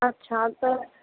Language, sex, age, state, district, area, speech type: Urdu, female, 30-45, Uttar Pradesh, Gautam Buddha Nagar, urban, conversation